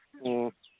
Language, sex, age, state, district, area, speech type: Manipuri, male, 45-60, Manipur, Kangpokpi, urban, conversation